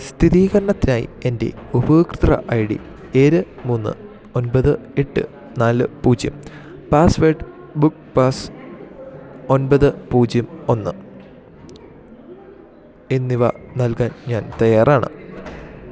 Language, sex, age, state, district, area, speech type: Malayalam, male, 18-30, Kerala, Idukki, rural, read